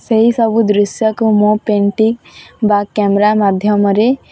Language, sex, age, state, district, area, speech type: Odia, female, 18-30, Odisha, Nuapada, urban, spontaneous